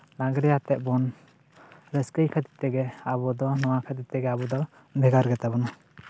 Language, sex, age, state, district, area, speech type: Santali, male, 18-30, West Bengal, Bankura, rural, spontaneous